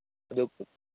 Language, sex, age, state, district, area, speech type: Manipuri, male, 30-45, Manipur, Churachandpur, rural, conversation